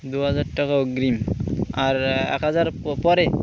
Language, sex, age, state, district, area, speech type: Bengali, male, 18-30, West Bengal, Birbhum, urban, spontaneous